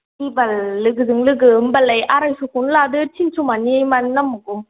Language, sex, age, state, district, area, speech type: Bodo, female, 18-30, Assam, Kokrajhar, rural, conversation